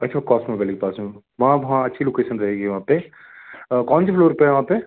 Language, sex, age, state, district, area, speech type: Hindi, male, 30-45, Madhya Pradesh, Gwalior, rural, conversation